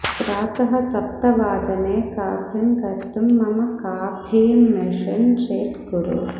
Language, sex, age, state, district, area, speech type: Sanskrit, female, 30-45, Andhra Pradesh, East Godavari, urban, read